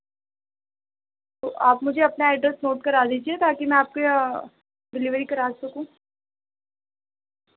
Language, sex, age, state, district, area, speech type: Urdu, female, 18-30, Delhi, North East Delhi, urban, conversation